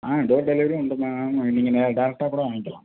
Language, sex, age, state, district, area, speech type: Tamil, male, 30-45, Tamil Nadu, Tiruvarur, rural, conversation